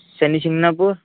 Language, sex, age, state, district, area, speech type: Marathi, male, 30-45, Maharashtra, Amravati, rural, conversation